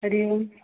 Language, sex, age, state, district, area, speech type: Sanskrit, female, 45-60, Odisha, Puri, urban, conversation